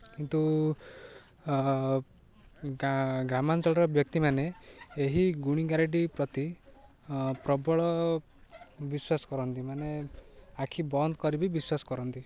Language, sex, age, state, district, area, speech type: Odia, male, 18-30, Odisha, Ganjam, urban, spontaneous